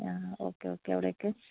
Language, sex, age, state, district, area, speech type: Malayalam, female, 30-45, Kerala, Palakkad, urban, conversation